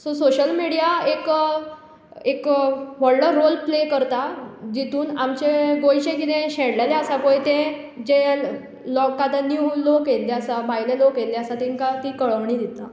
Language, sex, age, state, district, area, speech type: Goan Konkani, female, 18-30, Goa, Tiswadi, rural, spontaneous